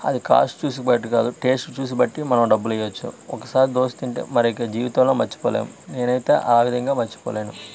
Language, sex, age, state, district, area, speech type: Telugu, male, 45-60, Andhra Pradesh, Vizianagaram, rural, spontaneous